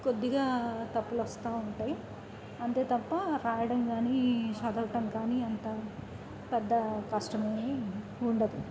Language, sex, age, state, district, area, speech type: Telugu, female, 30-45, Andhra Pradesh, N T Rama Rao, urban, spontaneous